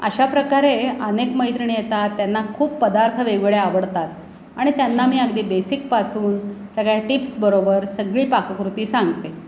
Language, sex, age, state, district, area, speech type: Marathi, female, 45-60, Maharashtra, Pune, urban, spontaneous